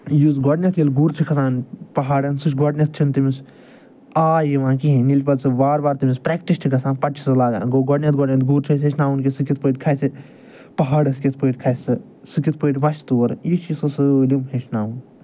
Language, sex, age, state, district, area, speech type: Kashmiri, male, 45-60, Jammu and Kashmir, Ganderbal, urban, spontaneous